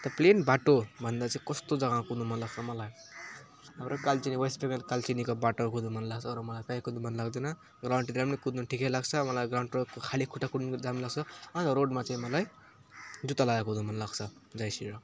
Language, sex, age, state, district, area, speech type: Nepali, male, 18-30, West Bengal, Alipurduar, urban, spontaneous